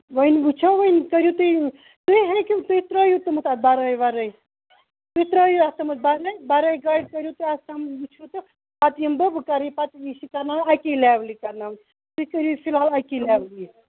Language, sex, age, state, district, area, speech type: Kashmiri, female, 30-45, Jammu and Kashmir, Ganderbal, rural, conversation